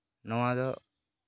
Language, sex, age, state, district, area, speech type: Santali, male, 18-30, West Bengal, Malda, rural, spontaneous